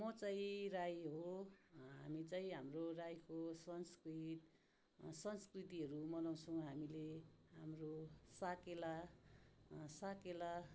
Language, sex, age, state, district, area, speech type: Nepali, female, 30-45, West Bengal, Darjeeling, rural, spontaneous